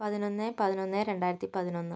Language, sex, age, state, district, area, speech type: Malayalam, female, 18-30, Kerala, Kozhikode, urban, spontaneous